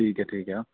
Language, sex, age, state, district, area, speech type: Urdu, male, 18-30, Uttar Pradesh, Rampur, urban, conversation